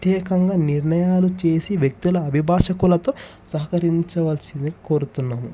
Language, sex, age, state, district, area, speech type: Telugu, male, 18-30, Telangana, Ranga Reddy, urban, spontaneous